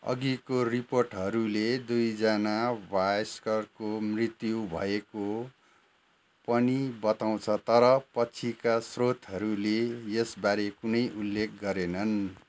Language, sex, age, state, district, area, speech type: Nepali, male, 60+, West Bengal, Darjeeling, rural, read